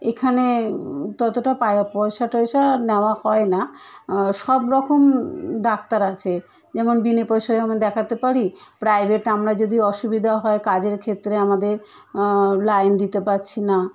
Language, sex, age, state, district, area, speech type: Bengali, female, 30-45, West Bengal, Kolkata, urban, spontaneous